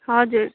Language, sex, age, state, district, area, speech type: Nepali, female, 18-30, West Bengal, Darjeeling, rural, conversation